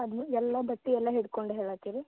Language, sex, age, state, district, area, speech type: Kannada, female, 18-30, Karnataka, Gulbarga, urban, conversation